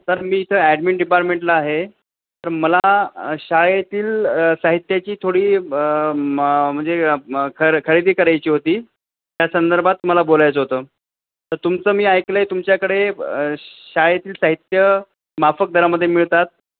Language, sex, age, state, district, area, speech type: Marathi, male, 45-60, Maharashtra, Nanded, rural, conversation